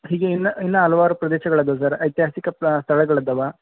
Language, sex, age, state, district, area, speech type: Kannada, male, 18-30, Karnataka, Gadag, rural, conversation